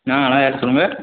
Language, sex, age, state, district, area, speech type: Tamil, male, 30-45, Tamil Nadu, Sivaganga, rural, conversation